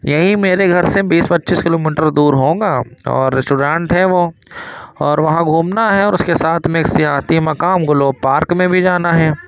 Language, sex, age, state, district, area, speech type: Urdu, male, 60+, Uttar Pradesh, Lucknow, urban, spontaneous